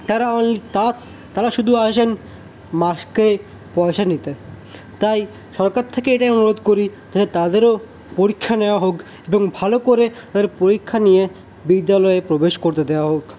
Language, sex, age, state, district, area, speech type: Bengali, male, 18-30, West Bengal, Paschim Bardhaman, rural, spontaneous